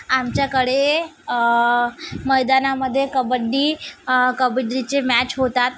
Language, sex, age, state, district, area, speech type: Marathi, female, 30-45, Maharashtra, Nagpur, urban, spontaneous